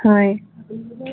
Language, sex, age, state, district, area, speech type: Assamese, female, 18-30, Assam, Majuli, urban, conversation